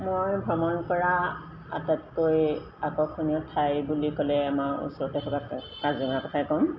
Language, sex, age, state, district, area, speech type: Assamese, female, 45-60, Assam, Golaghat, urban, spontaneous